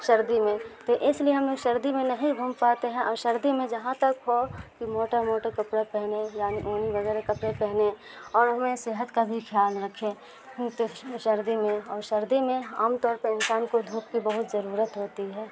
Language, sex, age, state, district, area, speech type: Urdu, female, 30-45, Bihar, Supaul, rural, spontaneous